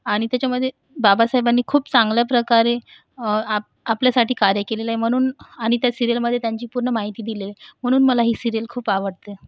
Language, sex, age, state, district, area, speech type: Marathi, female, 18-30, Maharashtra, Washim, urban, spontaneous